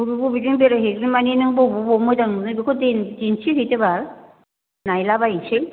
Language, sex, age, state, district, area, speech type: Bodo, female, 60+, Assam, Chirang, urban, conversation